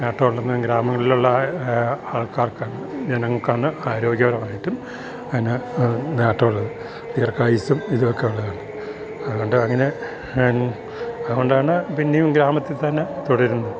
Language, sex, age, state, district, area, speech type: Malayalam, male, 60+, Kerala, Idukki, rural, spontaneous